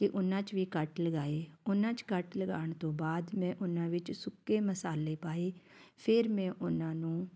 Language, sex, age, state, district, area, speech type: Punjabi, female, 45-60, Punjab, Fatehgarh Sahib, urban, spontaneous